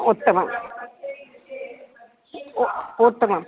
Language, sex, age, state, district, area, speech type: Sanskrit, female, 60+, Tamil Nadu, Chennai, urban, conversation